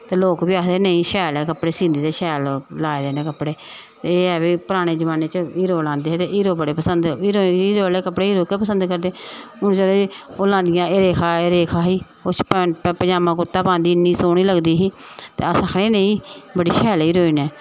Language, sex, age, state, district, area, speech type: Dogri, female, 45-60, Jammu and Kashmir, Samba, rural, spontaneous